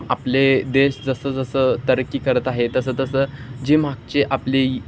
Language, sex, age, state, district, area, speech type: Marathi, male, 18-30, Maharashtra, Sangli, rural, spontaneous